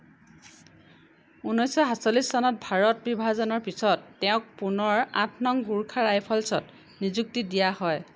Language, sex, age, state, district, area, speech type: Assamese, female, 30-45, Assam, Lakhimpur, rural, read